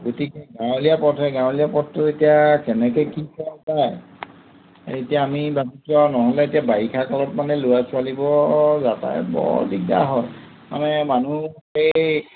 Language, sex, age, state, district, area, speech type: Assamese, male, 45-60, Assam, Golaghat, urban, conversation